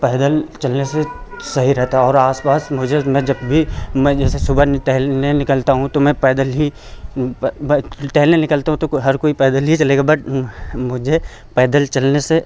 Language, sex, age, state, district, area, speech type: Hindi, male, 30-45, Uttar Pradesh, Lucknow, rural, spontaneous